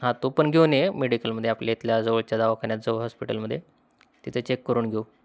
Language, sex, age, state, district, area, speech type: Marathi, male, 30-45, Maharashtra, Osmanabad, rural, spontaneous